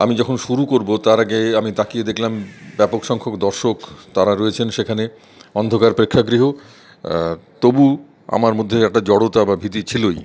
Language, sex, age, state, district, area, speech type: Bengali, male, 45-60, West Bengal, Paschim Bardhaman, urban, spontaneous